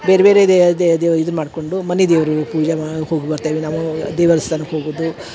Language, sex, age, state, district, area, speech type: Kannada, female, 60+, Karnataka, Dharwad, rural, spontaneous